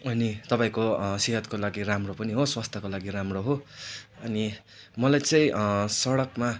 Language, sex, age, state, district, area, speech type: Nepali, male, 18-30, West Bengal, Darjeeling, rural, spontaneous